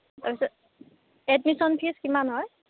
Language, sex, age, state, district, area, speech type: Assamese, female, 18-30, Assam, Darrang, rural, conversation